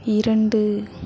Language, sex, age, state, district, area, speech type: Tamil, female, 18-30, Tamil Nadu, Tiruvarur, rural, read